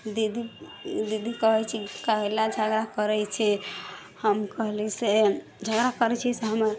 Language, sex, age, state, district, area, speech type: Maithili, female, 18-30, Bihar, Sitamarhi, rural, spontaneous